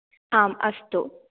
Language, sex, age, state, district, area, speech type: Sanskrit, female, 18-30, Kerala, Kasaragod, rural, conversation